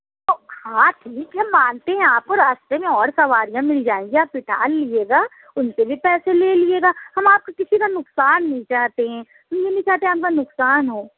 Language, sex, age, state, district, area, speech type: Urdu, female, 45-60, Uttar Pradesh, Lucknow, rural, conversation